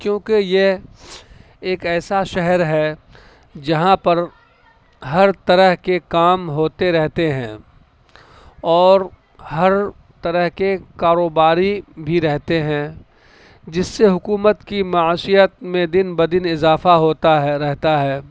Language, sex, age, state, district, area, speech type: Urdu, male, 30-45, Delhi, Central Delhi, urban, spontaneous